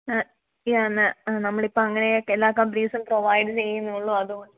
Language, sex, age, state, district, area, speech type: Malayalam, female, 18-30, Kerala, Alappuzha, rural, conversation